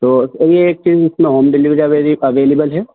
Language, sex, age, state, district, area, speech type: Urdu, male, 18-30, Delhi, North West Delhi, urban, conversation